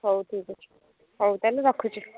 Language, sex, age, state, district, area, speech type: Odia, female, 60+, Odisha, Jharsuguda, rural, conversation